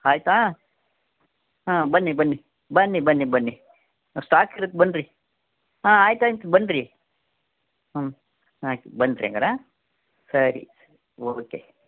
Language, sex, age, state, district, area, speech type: Kannada, male, 45-60, Karnataka, Davanagere, rural, conversation